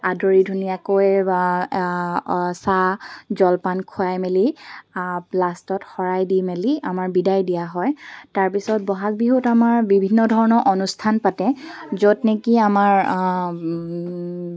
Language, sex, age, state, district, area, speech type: Assamese, female, 18-30, Assam, Dibrugarh, rural, spontaneous